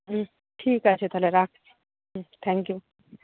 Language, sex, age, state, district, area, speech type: Bengali, female, 60+, West Bengal, Jhargram, rural, conversation